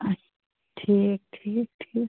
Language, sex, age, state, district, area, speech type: Kashmiri, female, 30-45, Jammu and Kashmir, Srinagar, urban, conversation